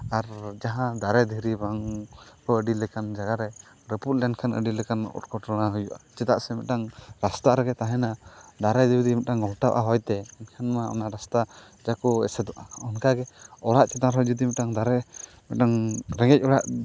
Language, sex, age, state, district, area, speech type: Santali, male, 45-60, Odisha, Mayurbhanj, rural, spontaneous